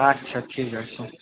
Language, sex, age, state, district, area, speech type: Bengali, male, 18-30, West Bengal, Purba Bardhaman, urban, conversation